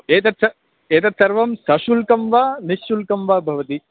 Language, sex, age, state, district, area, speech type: Sanskrit, male, 45-60, Karnataka, Bangalore Urban, urban, conversation